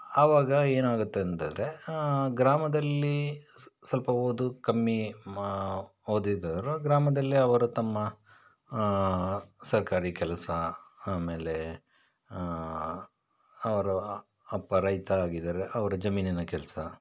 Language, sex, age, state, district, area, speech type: Kannada, male, 30-45, Karnataka, Shimoga, rural, spontaneous